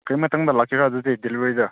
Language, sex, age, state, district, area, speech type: Manipuri, male, 18-30, Manipur, Senapati, rural, conversation